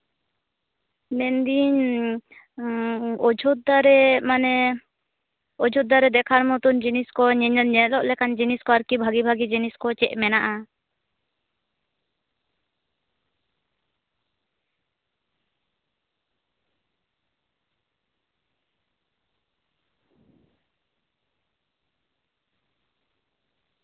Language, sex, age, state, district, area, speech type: Santali, female, 18-30, West Bengal, Purulia, rural, conversation